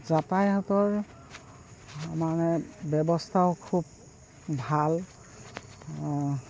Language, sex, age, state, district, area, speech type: Assamese, female, 60+, Assam, Goalpara, urban, spontaneous